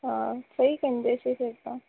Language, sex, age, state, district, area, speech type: Punjabi, female, 18-30, Punjab, Faridkot, urban, conversation